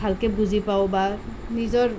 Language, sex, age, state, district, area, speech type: Assamese, female, 30-45, Assam, Nalbari, rural, spontaneous